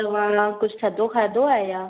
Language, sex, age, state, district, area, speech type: Sindhi, female, 18-30, Maharashtra, Thane, urban, conversation